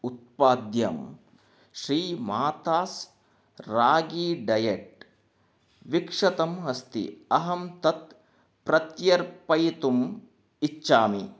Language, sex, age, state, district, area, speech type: Sanskrit, male, 45-60, Karnataka, Chamarajanagar, urban, read